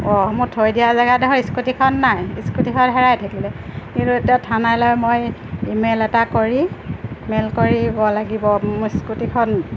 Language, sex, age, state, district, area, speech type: Assamese, female, 45-60, Assam, Golaghat, urban, spontaneous